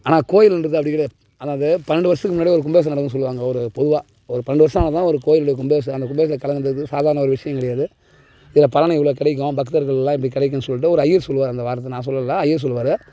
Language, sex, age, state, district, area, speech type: Tamil, male, 30-45, Tamil Nadu, Tiruvannamalai, rural, spontaneous